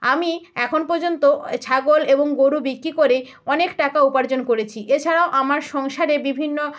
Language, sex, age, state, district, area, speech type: Bengali, female, 30-45, West Bengal, North 24 Parganas, rural, spontaneous